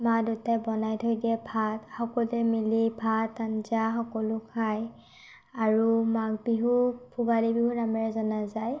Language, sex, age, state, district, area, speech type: Assamese, female, 30-45, Assam, Morigaon, rural, spontaneous